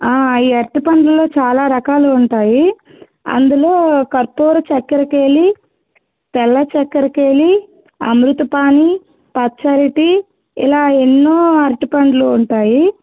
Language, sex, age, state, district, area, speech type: Telugu, female, 18-30, Andhra Pradesh, Krishna, urban, conversation